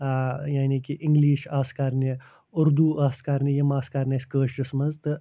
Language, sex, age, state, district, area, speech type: Kashmiri, male, 45-60, Jammu and Kashmir, Ganderbal, rural, spontaneous